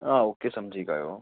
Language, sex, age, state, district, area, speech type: Gujarati, male, 18-30, Gujarat, Ahmedabad, urban, conversation